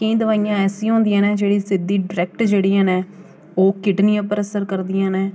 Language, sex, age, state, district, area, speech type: Dogri, female, 18-30, Jammu and Kashmir, Jammu, rural, spontaneous